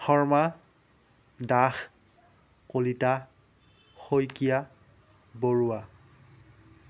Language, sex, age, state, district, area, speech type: Assamese, male, 30-45, Assam, Udalguri, rural, spontaneous